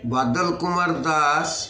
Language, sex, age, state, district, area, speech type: Odia, male, 45-60, Odisha, Kendrapara, urban, spontaneous